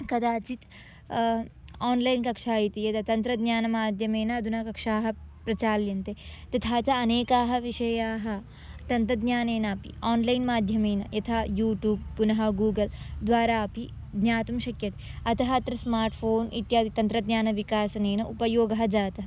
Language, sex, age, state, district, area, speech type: Sanskrit, female, 18-30, Karnataka, Belgaum, rural, spontaneous